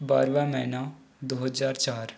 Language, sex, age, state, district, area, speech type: Hindi, male, 45-60, Madhya Pradesh, Balaghat, rural, spontaneous